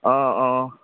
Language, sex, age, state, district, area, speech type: Assamese, male, 30-45, Assam, Charaideo, urban, conversation